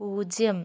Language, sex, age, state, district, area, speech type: Malayalam, female, 60+, Kerala, Wayanad, rural, read